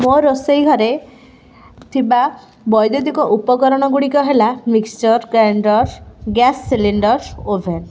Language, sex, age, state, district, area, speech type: Odia, female, 30-45, Odisha, Puri, urban, spontaneous